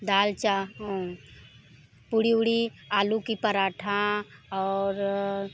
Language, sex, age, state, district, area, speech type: Hindi, female, 45-60, Uttar Pradesh, Mirzapur, rural, spontaneous